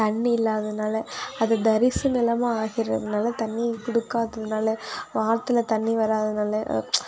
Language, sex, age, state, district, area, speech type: Tamil, female, 18-30, Tamil Nadu, Nagapattinam, rural, spontaneous